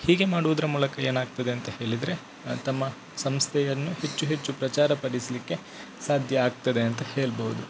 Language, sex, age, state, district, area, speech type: Kannada, male, 18-30, Karnataka, Dakshina Kannada, rural, spontaneous